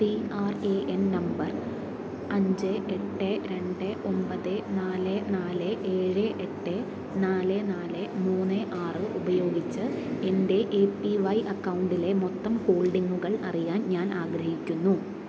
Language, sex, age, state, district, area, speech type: Malayalam, female, 18-30, Kerala, Palakkad, rural, read